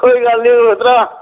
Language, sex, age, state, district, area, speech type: Dogri, male, 45-60, Jammu and Kashmir, Reasi, rural, conversation